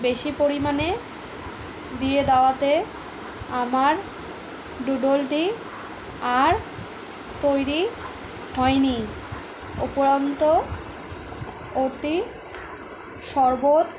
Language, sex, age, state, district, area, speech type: Bengali, female, 18-30, West Bengal, Alipurduar, rural, spontaneous